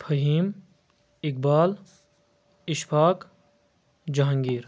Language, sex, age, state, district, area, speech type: Kashmiri, male, 18-30, Jammu and Kashmir, Anantnag, rural, spontaneous